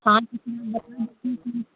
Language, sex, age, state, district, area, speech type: Urdu, female, 18-30, Bihar, Saharsa, rural, conversation